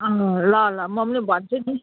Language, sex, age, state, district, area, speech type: Nepali, female, 60+, West Bengal, Jalpaiguri, rural, conversation